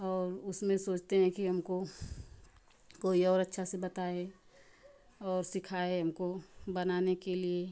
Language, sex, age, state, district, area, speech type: Hindi, female, 30-45, Uttar Pradesh, Ghazipur, rural, spontaneous